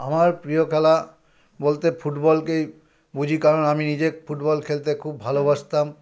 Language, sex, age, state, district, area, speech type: Bengali, male, 60+, West Bengal, South 24 Parganas, urban, spontaneous